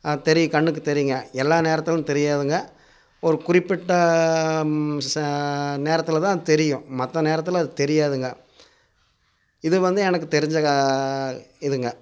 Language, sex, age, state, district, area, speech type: Tamil, male, 60+, Tamil Nadu, Coimbatore, rural, spontaneous